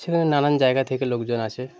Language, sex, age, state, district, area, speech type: Bengali, male, 30-45, West Bengal, Birbhum, urban, spontaneous